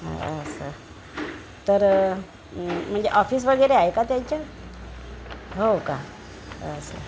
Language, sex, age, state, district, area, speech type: Marathi, female, 60+, Maharashtra, Nagpur, urban, spontaneous